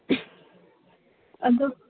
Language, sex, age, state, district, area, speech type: Manipuri, female, 18-30, Manipur, Churachandpur, urban, conversation